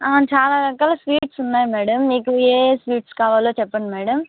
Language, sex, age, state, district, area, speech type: Telugu, female, 18-30, Andhra Pradesh, Nellore, rural, conversation